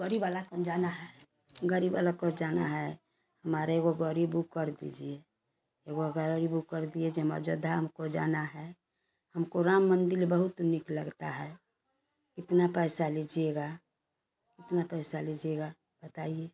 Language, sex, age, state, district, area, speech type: Hindi, female, 60+, Bihar, Samastipur, urban, spontaneous